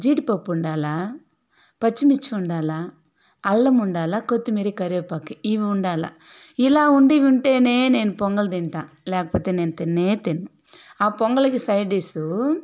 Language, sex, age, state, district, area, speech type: Telugu, female, 45-60, Andhra Pradesh, Sri Balaji, rural, spontaneous